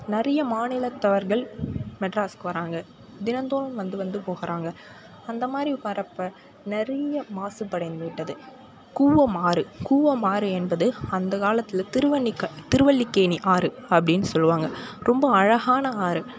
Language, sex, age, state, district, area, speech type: Tamil, female, 18-30, Tamil Nadu, Mayiladuthurai, rural, spontaneous